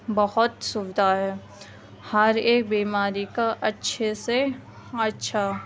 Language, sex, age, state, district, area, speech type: Urdu, female, 45-60, Delhi, Central Delhi, rural, spontaneous